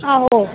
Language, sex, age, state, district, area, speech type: Dogri, female, 18-30, Jammu and Kashmir, Jammu, rural, conversation